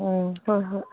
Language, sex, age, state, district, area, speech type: Manipuri, female, 60+, Manipur, Kangpokpi, urban, conversation